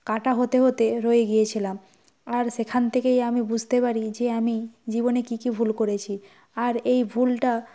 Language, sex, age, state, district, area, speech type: Bengali, female, 18-30, West Bengal, Nadia, rural, spontaneous